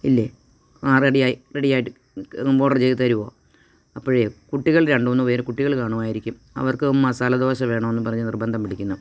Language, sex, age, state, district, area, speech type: Malayalam, female, 60+, Kerala, Kottayam, rural, spontaneous